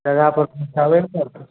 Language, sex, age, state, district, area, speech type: Maithili, male, 18-30, Bihar, Begusarai, rural, conversation